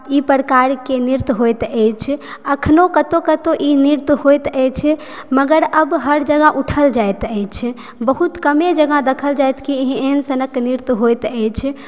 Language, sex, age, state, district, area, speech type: Maithili, female, 18-30, Bihar, Supaul, rural, spontaneous